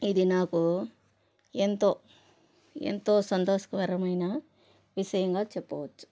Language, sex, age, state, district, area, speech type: Telugu, female, 30-45, Andhra Pradesh, Sri Balaji, rural, spontaneous